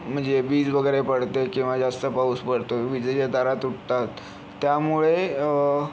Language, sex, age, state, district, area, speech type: Marathi, male, 30-45, Maharashtra, Yavatmal, urban, spontaneous